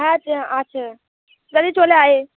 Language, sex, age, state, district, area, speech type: Bengali, female, 18-30, West Bengal, Uttar Dinajpur, urban, conversation